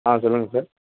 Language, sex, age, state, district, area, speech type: Tamil, male, 18-30, Tamil Nadu, Perambalur, urban, conversation